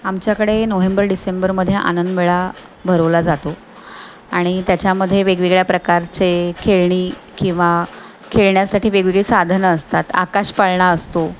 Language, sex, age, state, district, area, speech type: Marathi, female, 45-60, Maharashtra, Thane, rural, spontaneous